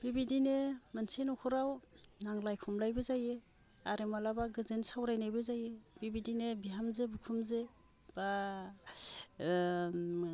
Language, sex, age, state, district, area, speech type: Bodo, female, 45-60, Assam, Baksa, rural, spontaneous